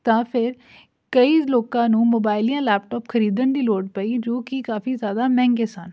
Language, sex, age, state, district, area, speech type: Punjabi, female, 18-30, Punjab, Fatehgarh Sahib, urban, spontaneous